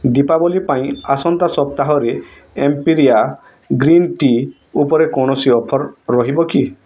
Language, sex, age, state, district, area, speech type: Odia, male, 18-30, Odisha, Bargarh, urban, read